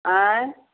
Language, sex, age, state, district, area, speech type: Maithili, female, 45-60, Bihar, Samastipur, rural, conversation